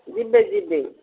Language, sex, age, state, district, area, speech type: Odia, female, 45-60, Odisha, Gajapati, rural, conversation